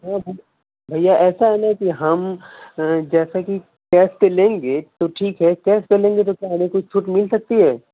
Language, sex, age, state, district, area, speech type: Hindi, male, 18-30, Uttar Pradesh, Mau, rural, conversation